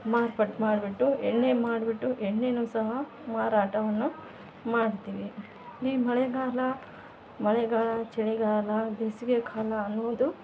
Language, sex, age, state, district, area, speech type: Kannada, female, 30-45, Karnataka, Vijayanagara, rural, spontaneous